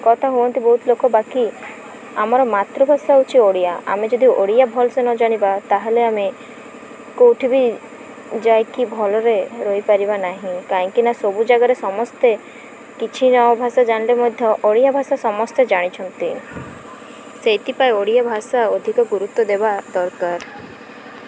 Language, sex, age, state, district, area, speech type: Odia, female, 18-30, Odisha, Malkangiri, urban, spontaneous